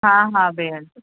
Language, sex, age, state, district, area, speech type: Sindhi, female, 45-60, Delhi, South Delhi, urban, conversation